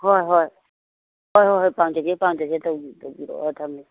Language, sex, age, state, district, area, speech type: Manipuri, female, 60+, Manipur, Imphal East, rural, conversation